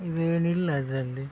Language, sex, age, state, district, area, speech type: Kannada, male, 30-45, Karnataka, Udupi, rural, spontaneous